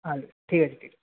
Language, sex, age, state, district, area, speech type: Bengali, male, 18-30, West Bengal, Nadia, rural, conversation